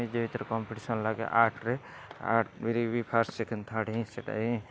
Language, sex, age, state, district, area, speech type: Odia, male, 60+, Odisha, Rayagada, rural, spontaneous